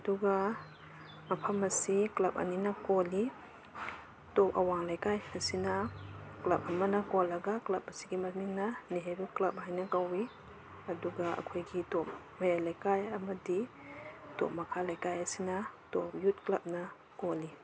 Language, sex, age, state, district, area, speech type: Manipuri, female, 30-45, Manipur, Imphal East, rural, spontaneous